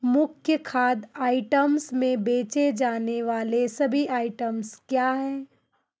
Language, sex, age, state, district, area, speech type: Hindi, female, 30-45, Madhya Pradesh, Betul, urban, read